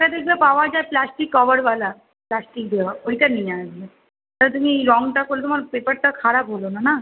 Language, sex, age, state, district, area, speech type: Bengali, female, 30-45, West Bengal, Kolkata, urban, conversation